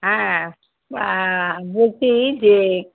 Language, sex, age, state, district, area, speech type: Bengali, female, 60+, West Bengal, Alipurduar, rural, conversation